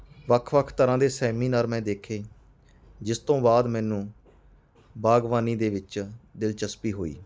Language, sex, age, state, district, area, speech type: Punjabi, male, 30-45, Punjab, Mansa, rural, spontaneous